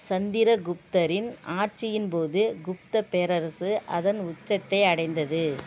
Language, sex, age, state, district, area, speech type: Tamil, female, 18-30, Tamil Nadu, Thanjavur, rural, read